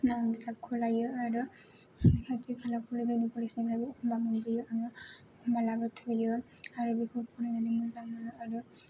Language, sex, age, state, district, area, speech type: Bodo, female, 18-30, Assam, Kokrajhar, rural, spontaneous